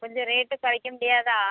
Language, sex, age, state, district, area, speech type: Tamil, female, 30-45, Tamil Nadu, Thoothukudi, rural, conversation